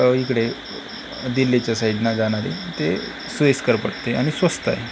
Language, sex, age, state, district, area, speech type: Marathi, male, 45-60, Maharashtra, Akola, urban, spontaneous